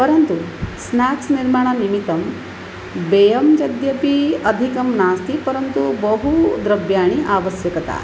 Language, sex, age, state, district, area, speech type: Sanskrit, female, 45-60, Odisha, Puri, urban, spontaneous